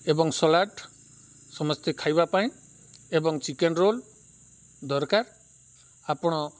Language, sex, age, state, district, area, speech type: Odia, male, 45-60, Odisha, Nuapada, rural, spontaneous